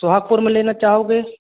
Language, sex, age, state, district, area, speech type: Hindi, male, 18-30, Madhya Pradesh, Hoshangabad, urban, conversation